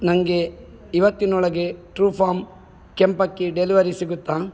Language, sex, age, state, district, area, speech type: Kannada, male, 45-60, Karnataka, Udupi, rural, read